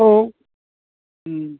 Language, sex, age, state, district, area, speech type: Bodo, male, 60+, Assam, Chirang, rural, conversation